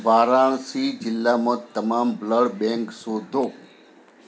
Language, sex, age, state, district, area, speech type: Gujarati, male, 60+, Gujarat, Anand, urban, read